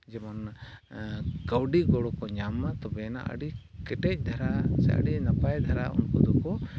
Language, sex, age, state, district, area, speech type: Santali, male, 45-60, Jharkhand, East Singhbhum, rural, spontaneous